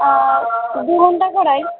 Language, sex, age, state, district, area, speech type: Bengali, female, 18-30, West Bengal, Malda, urban, conversation